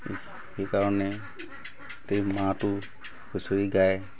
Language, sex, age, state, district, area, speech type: Assamese, male, 45-60, Assam, Tinsukia, rural, spontaneous